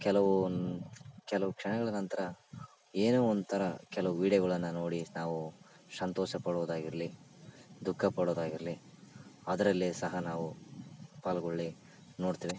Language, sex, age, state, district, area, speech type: Kannada, male, 18-30, Karnataka, Bellary, rural, spontaneous